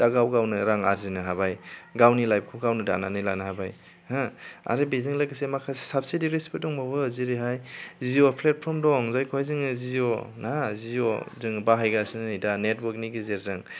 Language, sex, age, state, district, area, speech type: Bodo, male, 30-45, Assam, Chirang, rural, spontaneous